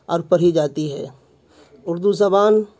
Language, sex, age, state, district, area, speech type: Urdu, male, 45-60, Bihar, Khagaria, urban, spontaneous